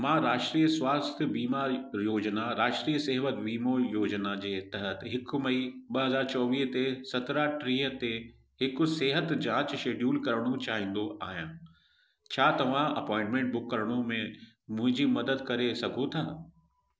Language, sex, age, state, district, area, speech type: Sindhi, male, 45-60, Uttar Pradesh, Lucknow, urban, read